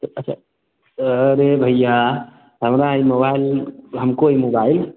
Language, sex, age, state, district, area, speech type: Hindi, male, 18-30, Bihar, Begusarai, rural, conversation